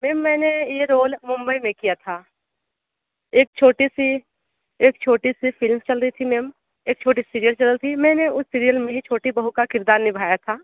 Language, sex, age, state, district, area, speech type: Hindi, female, 30-45, Uttar Pradesh, Sonbhadra, rural, conversation